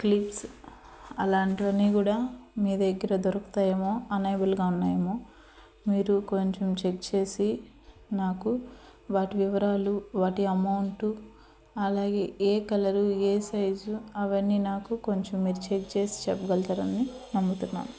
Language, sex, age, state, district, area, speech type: Telugu, female, 30-45, Andhra Pradesh, Eluru, urban, spontaneous